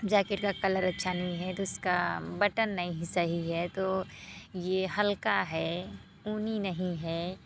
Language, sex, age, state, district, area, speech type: Hindi, female, 45-60, Uttar Pradesh, Mirzapur, urban, spontaneous